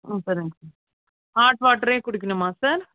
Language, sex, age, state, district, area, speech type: Tamil, female, 30-45, Tamil Nadu, Krishnagiri, rural, conversation